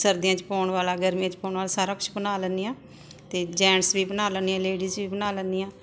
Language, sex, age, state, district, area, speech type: Punjabi, female, 60+, Punjab, Barnala, rural, spontaneous